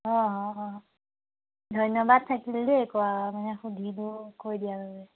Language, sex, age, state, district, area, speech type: Assamese, female, 18-30, Assam, Majuli, urban, conversation